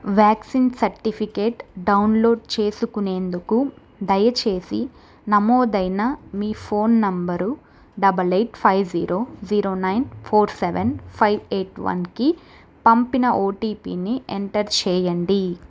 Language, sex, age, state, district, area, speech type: Telugu, female, 18-30, Andhra Pradesh, Chittoor, urban, read